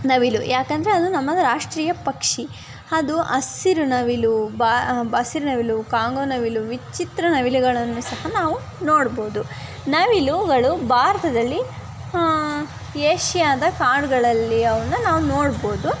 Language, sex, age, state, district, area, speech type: Kannada, female, 18-30, Karnataka, Chitradurga, rural, spontaneous